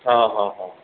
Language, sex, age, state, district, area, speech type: Sindhi, male, 30-45, Madhya Pradesh, Katni, urban, conversation